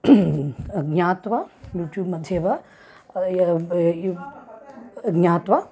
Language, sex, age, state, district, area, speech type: Sanskrit, female, 30-45, Andhra Pradesh, Krishna, urban, spontaneous